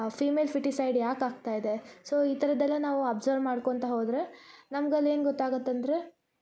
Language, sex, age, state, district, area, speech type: Kannada, female, 18-30, Karnataka, Koppal, rural, spontaneous